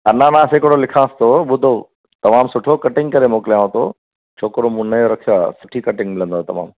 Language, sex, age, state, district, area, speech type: Sindhi, male, 45-60, Gujarat, Kutch, urban, conversation